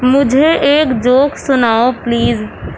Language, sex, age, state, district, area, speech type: Urdu, female, 18-30, Uttar Pradesh, Gautam Buddha Nagar, urban, read